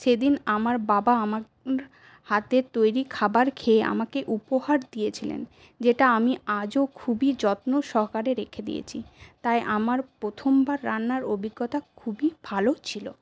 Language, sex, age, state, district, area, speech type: Bengali, female, 30-45, West Bengal, Paschim Bardhaman, urban, spontaneous